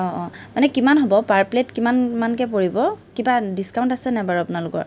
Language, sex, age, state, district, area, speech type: Assamese, female, 30-45, Assam, Kamrup Metropolitan, urban, spontaneous